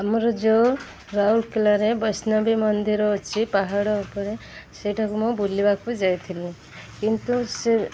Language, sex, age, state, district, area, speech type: Odia, female, 45-60, Odisha, Sundergarh, urban, spontaneous